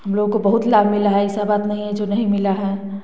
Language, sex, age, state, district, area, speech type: Hindi, female, 30-45, Bihar, Samastipur, urban, spontaneous